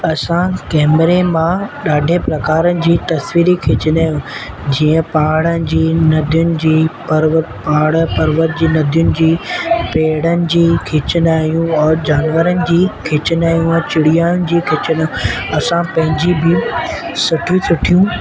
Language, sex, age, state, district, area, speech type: Sindhi, male, 18-30, Madhya Pradesh, Katni, rural, spontaneous